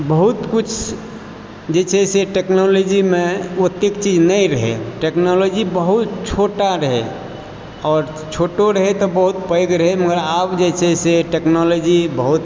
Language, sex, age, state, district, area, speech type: Maithili, male, 45-60, Bihar, Supaul, rural, spontaneous